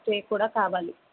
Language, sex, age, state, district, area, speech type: Telugu, female, 18-30, Andhra Pradesh, Kakinada, urban, conversation